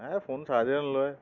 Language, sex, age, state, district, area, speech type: Assamese, male, 30-45, Assam, Tinsukia, urban, spontaneous